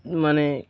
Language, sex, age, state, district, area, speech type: Bengali, male, 18-30, West Bengal, Uttar Dinajpur, urban, spontaneous